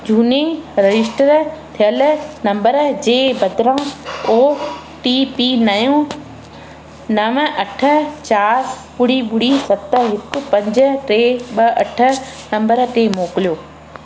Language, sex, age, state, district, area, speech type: Sindhi, female, 30-45, Madhya Pradesh, Katni, rural, read